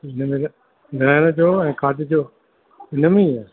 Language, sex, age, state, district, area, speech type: Sindhi, male, 60+, Uttar Pradesh, Lucknow, urban, conversation